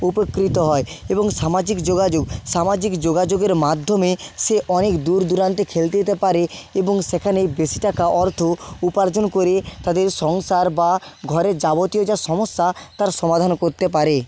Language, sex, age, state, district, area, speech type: Bengali, male, 30-45, West Bengal, Purba Medinipur, rural, spontaneous